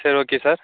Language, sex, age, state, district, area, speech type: Tamil, male, 18-30, Tamil Nadu, Nagapattinam, rural, conversation